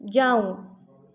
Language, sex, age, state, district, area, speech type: Nepali, female, 30-45, West Bengal, Kalimpong, rural, read